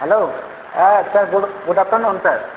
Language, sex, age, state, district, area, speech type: Bengali, male, 18-30, West Bengal, Purba Bardhaman, urban, conversation